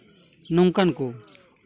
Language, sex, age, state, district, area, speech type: Santali, male, 18-30, West Bengal, Malda, rural, spontaneous